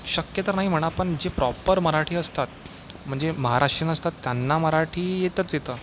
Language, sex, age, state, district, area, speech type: Marathi, male, 45-60, Maharashtra, Nagpur, urban, spontaneous